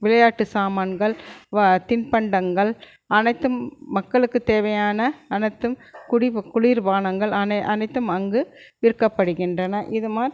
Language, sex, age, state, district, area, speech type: Tamil, female, 45-60, Tamil Nadu, Krishnagiri, rural, spontaneous